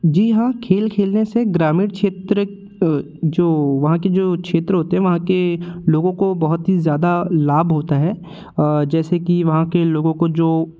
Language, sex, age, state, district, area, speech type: Hindi, male, 18-30, Madhya Pradesh, Jabalpur, rural, spontaneous